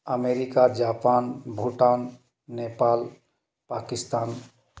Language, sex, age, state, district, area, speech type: Hindi, male, 30-45, Madhya Pradesh, Ujjain, urban, spontaneous